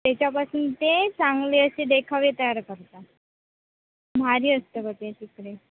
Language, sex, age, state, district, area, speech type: Marathi, female, 18-30, Maharashtra, Sindhudurg, rural, conversation